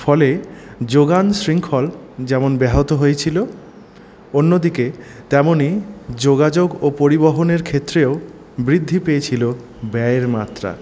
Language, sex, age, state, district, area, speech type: Bengali, male, 30-45, West Bengal, Paschim Bardhaman, urban, spontaneous